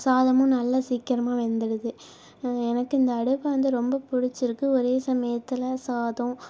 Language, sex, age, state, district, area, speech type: Tamil, female, 30-45, Tamil Nadu, Tiruvarur, rural, spontaneous